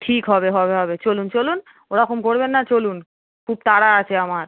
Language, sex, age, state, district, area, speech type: Bengali, female, 18-30, West Bengal, Darjeeling, rural, conversation